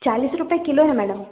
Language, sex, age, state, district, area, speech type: Hindi, female, 18-30, Madhya Pradesh, Balaghat, rural, conversation